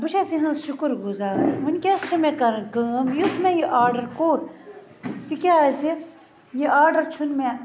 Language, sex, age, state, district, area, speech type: Kashmiri, female, 30-45, Jammu and Kashmir, Baramulla, rural, spontaneous